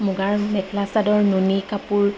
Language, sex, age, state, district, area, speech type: Assamese, female, 30-45, Assam, Majuli, urban, spontaneous